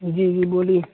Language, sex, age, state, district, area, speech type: Urdu, male, 18-30, Uttar Pradesh, Siddharthnagar, rural, conversation